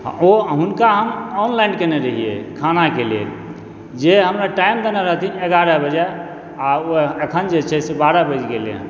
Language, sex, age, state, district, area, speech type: Maithili, male, 45-60, Bihar, Supaul, rural, spontaneous